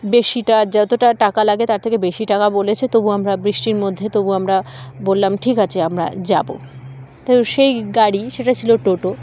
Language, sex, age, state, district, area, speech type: Bengali, female, 30-45, West Bengal, Dakshin Dinajpur, urban, spontaneous